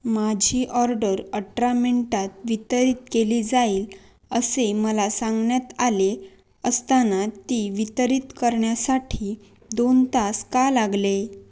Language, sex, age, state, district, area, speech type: Marathi, female, 18-30, Maharashtra, Sindhudurg, urban, read